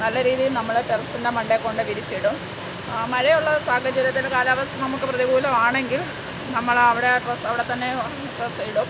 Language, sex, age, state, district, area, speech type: Malayalam, female, 30-45, Kerala, Pathanamthitta, rural, spontaneous